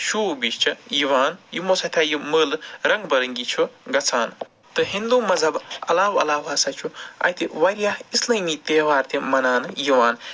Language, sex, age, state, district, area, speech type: Kashmiri, male, 45-60, Jammu and Kashmir, Ganderbal, urban, spontaneous